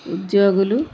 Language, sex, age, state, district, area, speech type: Telugu, female, 45-60, Andhra Pradesh, Bapatla, urban, spontaneous